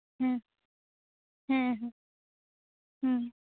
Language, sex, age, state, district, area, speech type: Santali, female, 18-30, West Bengal, Purulia, rural, conversation